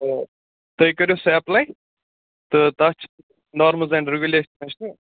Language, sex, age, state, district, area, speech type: Kashmiri, male, 30-45, Jammu and Kashmir, Baramulla, urban, conversation